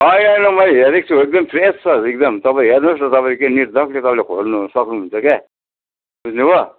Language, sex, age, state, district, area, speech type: Nepali, male, 60+, West Bengal, Darjeeling, rural, conversation